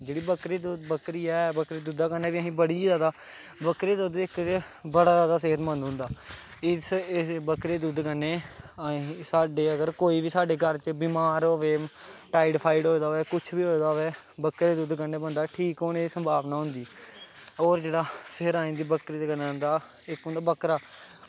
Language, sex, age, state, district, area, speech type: Dogri, male, 18-30, Jammu and Kashmir, Kathua, rural, spontaneous